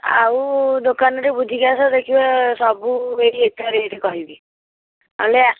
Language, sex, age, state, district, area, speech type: Odia, female, 18-30, Odisha, Bhadrak, rural, conversation